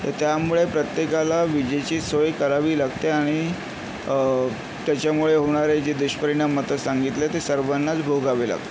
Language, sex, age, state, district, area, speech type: Marathi, male, 30-45, Maharashtra, Yavatmal, urban, spontaneous